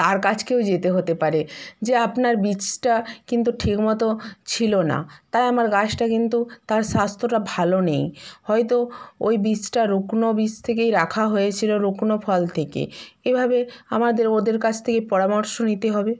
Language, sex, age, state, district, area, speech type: Bengali, female, 60+, West Bengal, Purba Medinipur, rural, spontaneous